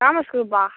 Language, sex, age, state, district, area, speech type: Tamil, male, 18-30, Tamil Nadu, Cuddalore, rural, conversation